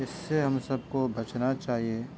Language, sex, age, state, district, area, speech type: Urdu, male, 30-45, Uttar Pradesh, Gautam Buddha Nagar, urban, spontaneous